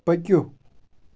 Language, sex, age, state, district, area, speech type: Kashmiri, male, 30-45, Jammu and Kashmir, Bandipora, rural, read